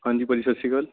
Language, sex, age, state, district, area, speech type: Punjabi, male, 18-30, Punjab, Mansa, urban, conversation